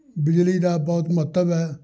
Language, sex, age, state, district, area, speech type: Punjabi, male, 60+, Punjab, Amritsar, urban, spontaneous